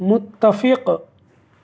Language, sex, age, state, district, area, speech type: Urdu, male, 30-45, Delhi, South Delhi, urban, read